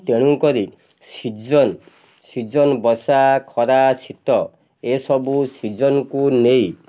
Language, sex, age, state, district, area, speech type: Odia, male, 45-60, Odisha, Ganjam, urban, spontaneous